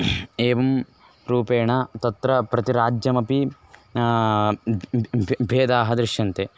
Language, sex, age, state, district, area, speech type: Sanskrit, male, 18-30, Karnataka, Bellary, rural, spontaneous